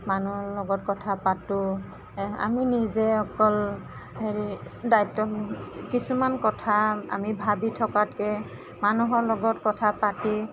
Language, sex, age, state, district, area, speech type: Assamese, female, 30-45, Assam, Golaghat, urban, spontaneous